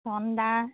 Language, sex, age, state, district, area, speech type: Assamese, female, 30-45, Assam, Biswanath, rural, conversation